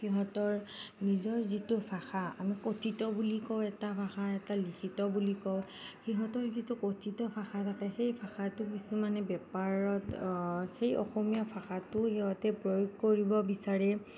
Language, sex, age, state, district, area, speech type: Assamese, female, 30-45, Assam, Nagaon, rural, spontaneous